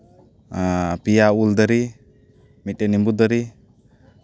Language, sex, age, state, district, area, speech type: Santali, male, 30-45, West Bengal, Paschim Bardhaman, rural, spontaneous